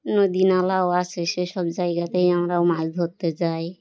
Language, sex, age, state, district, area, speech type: Bengali, female, 30-45, West Bengal, Birbhum, urban, spontaneous